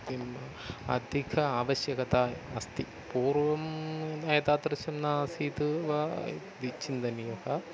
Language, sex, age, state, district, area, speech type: Sanskrit, male, 45-60, Kerala, Thiruvananthapuram, urban, spontaneous